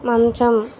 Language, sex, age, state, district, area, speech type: Telugu, female, 30-45, Andhra Pradesh, Vizianagaram, rural, read